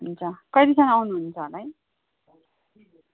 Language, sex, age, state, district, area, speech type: Nepali, female, 30-45, West Bengal, Kalimpong, rural, conversation